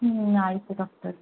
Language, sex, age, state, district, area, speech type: Kannada, female, 18-30, Karnataka, Tumkur, rural, conversation